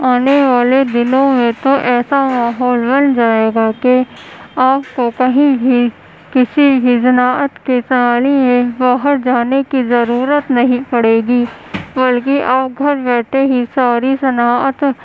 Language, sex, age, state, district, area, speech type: Urdu, female, 18-30, Uttar Pradesh, Gautam Buddha Nagar, urban, spontaneous